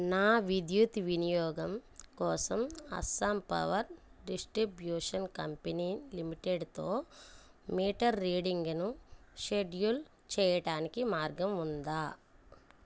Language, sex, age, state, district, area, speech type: Telugu, female, 30-45, Andhra Pradesh, Bapatla, urban, read